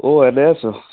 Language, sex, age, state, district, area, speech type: Assamese, male, 18-30, Assam, Dhemaji, rural, conversation